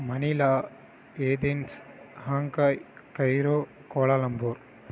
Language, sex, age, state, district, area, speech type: Tamil, male, 18-30, Tamil Nadu, Mayiladuthurai, urban, spontaneous